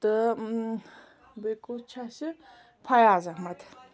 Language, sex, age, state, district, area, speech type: Kashmiri, female, 45-60, Jammu and Kashmir, Ganderbal, rural, spontaneous